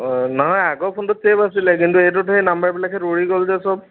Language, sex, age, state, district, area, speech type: Assamese, male, 18-30, Assam, Lakhimpur, rural, conversation